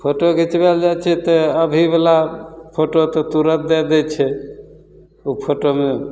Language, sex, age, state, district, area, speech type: Maithili, male, 60+, Bihar, Begusarai, urban, spontaneous